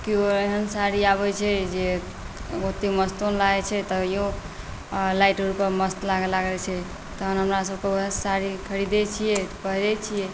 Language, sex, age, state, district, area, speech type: Maithili, female, 45-60, Bihar, Saharsa, rural, spontaneous